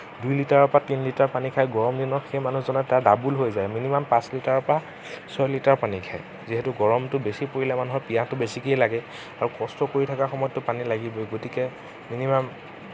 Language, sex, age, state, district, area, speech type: Assamese, male, 18-30, Assam, Nagaon, rural, spontaneous